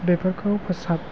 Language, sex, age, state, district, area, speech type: Bodo, male, 30-45, Assam, Chirang, rural, spontaneous